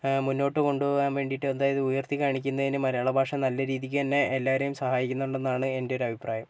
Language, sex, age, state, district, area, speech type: Malayalam, male, 30-45, Kerala, Wayanad, rural, spontaneous